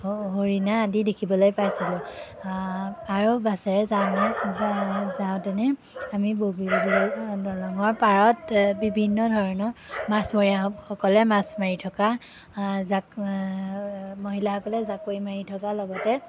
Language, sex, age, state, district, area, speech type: Assamese, female, 18-30, Assam, Majuli, urban, spontaneous